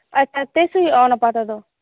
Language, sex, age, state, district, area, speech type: Santali, female, 18-30, West Bengal, Purulia, rural, conversation